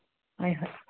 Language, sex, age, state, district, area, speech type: Manipuri, female, 45-60, Manipur, Churachandpur, urban, conversation